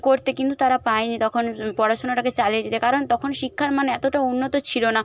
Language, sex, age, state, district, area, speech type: Bengali, female, 45-60, West Bengal, Jhargram, rural, spontaneous